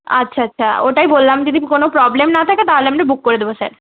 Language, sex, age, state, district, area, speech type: Bengali, female, 30-45, West Bengal, Nadia, rural, conversation